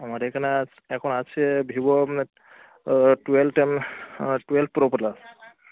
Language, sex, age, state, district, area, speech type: Bengali, male, 30-45, West Bengal, Birbhum, urban, conversation